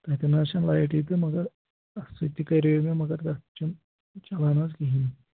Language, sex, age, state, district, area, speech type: Kashmiri, male, 18-30, Jammu and Kashmir, Pulwama, urban, conversation